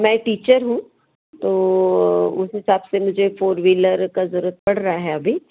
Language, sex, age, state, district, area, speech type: Hindi, female, 30-45, Madhya Pradesh, Jabalpur, urban, conversation